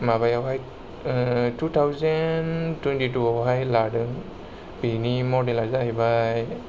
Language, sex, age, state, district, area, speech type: Bodo, male, 30-45, Assam, Kokrajhar, rural, spontaneous